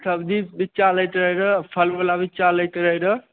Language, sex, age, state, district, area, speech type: Maithili, male, 18-30, Bihar, Begusarai, rural, conversation